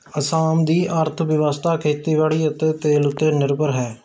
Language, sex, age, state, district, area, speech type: Punjabi, male, 30-45, Punjab, Rupnagar, rural, read